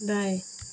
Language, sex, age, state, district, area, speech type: Hindi, female, 60+, Uttar Pradesh, Mau, rural, read